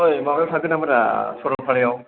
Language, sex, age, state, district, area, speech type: Bodo, male, 18-30, Assam, Chirang, urban, conversation